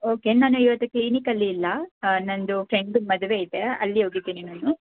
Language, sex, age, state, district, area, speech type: Kannada, female, 18-30, Karnataka, Mysore, urban, conversation